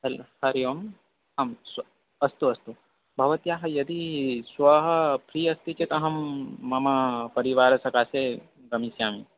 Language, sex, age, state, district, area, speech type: Sanskrit, male, 18-30, Odisha, Balangir, rural, conversation